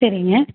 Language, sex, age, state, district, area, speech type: Tamil, female, 45-60, Tamil Nadu, Erode, rural, conversation